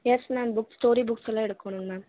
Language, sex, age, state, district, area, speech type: Tamil, female, 18-30, Tamil Nadu, Erode, rural, conversation